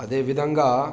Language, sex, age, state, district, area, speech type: Telugu, male, 18-30, Telangana, Hanamkonda, urban, spontaneous